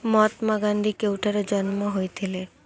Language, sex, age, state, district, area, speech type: Odia, female, 18-30, Odisha, Malkangiri, urban, read